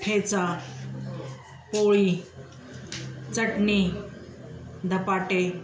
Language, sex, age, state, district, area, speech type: Marathi, female, 45-60, Maharashtra, Osmanabad, rural, spontaneous